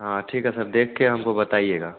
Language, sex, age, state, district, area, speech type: Hindi, male, 18-30, Bihar, Samastipur, rural, conversation